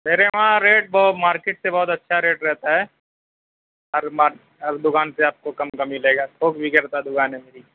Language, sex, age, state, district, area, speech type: Urdu, male, 30-45, Uttar Pradesh, Mau, urban, conversation